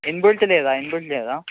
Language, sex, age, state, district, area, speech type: Telugu, male, 18-30, Telangana, Medchal, urban, conversation